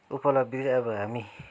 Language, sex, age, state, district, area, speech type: Nepali, male, 30-45, West Bengal, Kalimpong, rural, spontaneous